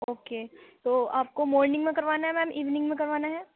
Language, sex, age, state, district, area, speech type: Urdu, female, 45-60, Uttar Pradesh, Gautam Buddha Nagar, urban, conversation